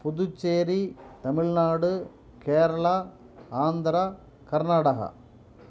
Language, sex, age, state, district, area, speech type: Tamil, male, 45-60, Tamil Nadu, Perambalur, urban, spontaneous